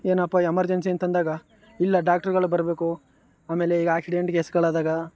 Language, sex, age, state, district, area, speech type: Kannada, male, 18-30, Karnataka, Chamarajanagar, rural, spontaneous